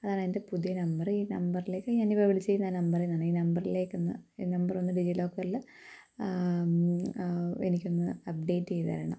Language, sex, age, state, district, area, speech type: Malayalam, female, 18-30, Kerala, Pathanamthitta, rural, spontaneous